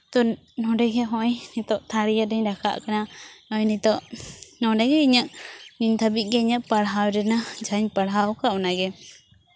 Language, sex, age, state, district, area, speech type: Santali, female, 18-30, West Bengal, Purba Bardhaman, rural, spontaneous